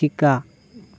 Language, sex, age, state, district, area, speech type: Assamese, male, 30-45, Assam, Darrang, rural, read